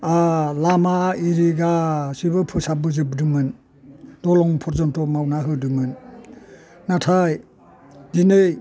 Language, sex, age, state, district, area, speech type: Bodo, male, 60+, Assam, Chirang, rural, spontaneous